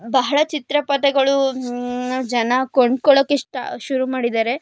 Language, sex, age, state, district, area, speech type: Kannada, female, 18-30, Karnataka, Tumkur, urban, spontaneous